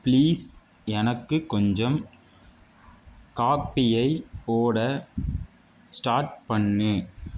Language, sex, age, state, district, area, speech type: Tamil, male, 18-30, Tamil Nadu, Mayiladuthurai, urban, read